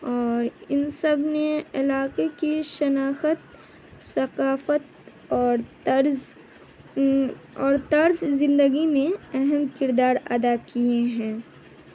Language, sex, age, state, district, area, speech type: Urdu, female, 18-30, Bihar, Madhubani, rural, spontaneous